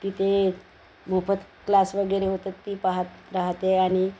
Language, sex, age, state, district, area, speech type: Marathi, female, 60+, Maharashtra, Nagpur, urban, spontaneous